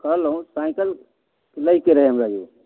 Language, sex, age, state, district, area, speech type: Maithili, male, 18-30, Bihar, Samastipur, rural, conversation